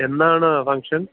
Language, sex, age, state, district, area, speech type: Malayalam, male, 30-45, Kerala, Thiruvananthapuram, rural, conversation